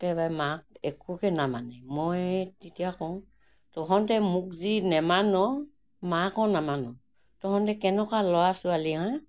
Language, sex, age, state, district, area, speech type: Assamese, female, 60+, Assam, Morigaon, rural, spontaneous